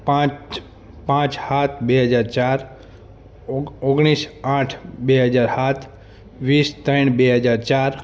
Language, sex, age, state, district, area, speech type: Gujarati, male, 30-45, Gujarat, Morbi, urban, spontaneous